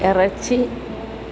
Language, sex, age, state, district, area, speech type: Malayalam, female, 60+, Kerala, Alappuzha, urban, spontaneous